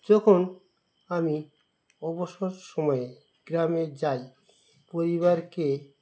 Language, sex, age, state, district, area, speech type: Bengali, male, 45-60, West Bengal, Dakshin Dinajpur, urban, spontaneous